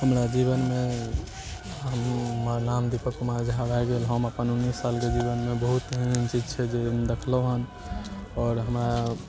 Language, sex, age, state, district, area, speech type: Maithili, male, 18-30, Bihar, Darbhanga, urban, spontaneous